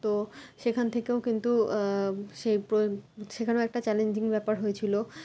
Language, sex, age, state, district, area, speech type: Bengali, female, 30-45, West Bengal, Malda, rural, spontaneous